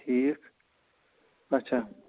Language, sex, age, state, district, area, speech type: Kashmiri, male, 45-60, Jammu and Kashmir, Ganderbal, urban, conversation